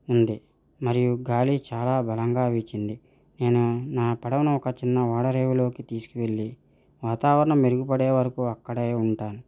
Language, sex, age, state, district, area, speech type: Telugu, male, 30-45, Andhra Pradesh, East Godavari, rural, spontaneous